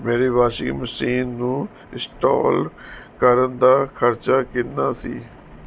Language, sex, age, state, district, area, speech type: Punjabi, male, 45-60, Punjab, Mohali, urban, read